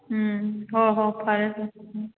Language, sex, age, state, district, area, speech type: Manipuri, female, 30-45, Manipur, Kakching, rural, conversation